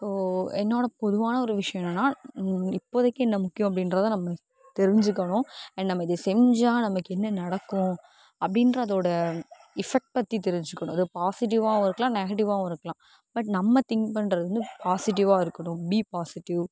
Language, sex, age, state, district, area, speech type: Tamil, female, 18-30, Tamil Nadu, Sivaganga, rural, spontaneous